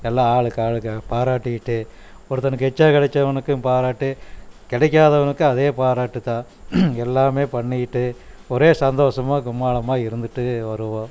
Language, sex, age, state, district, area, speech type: Tamil, male, 60+, Tamil Nadu, Coimbatore, rural, spontaneous